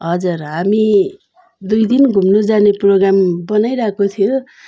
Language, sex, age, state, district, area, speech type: Nepali, female, 45-60, West Bengal, Darjeeling, rural, spontaneous